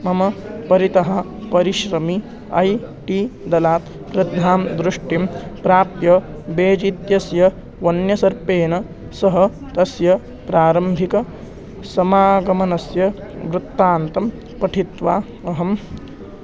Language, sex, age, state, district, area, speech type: Sanskrit, male, 18-30, Maharashtra, Beed, urban, spontaneous